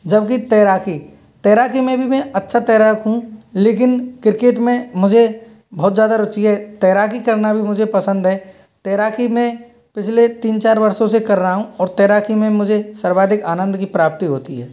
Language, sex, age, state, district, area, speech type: Hindi, male, 45-60, Rajasthan, Karauli, rural, spontaneous